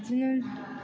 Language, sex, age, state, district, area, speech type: Bodo, female, 60+, Assam, Chirang, rural, spontaneous